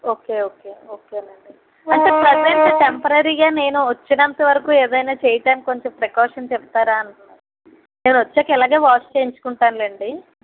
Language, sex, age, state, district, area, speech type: Telugu, female, 30-45, Andhra Pradesh, N T Rama Rao, rural, conversation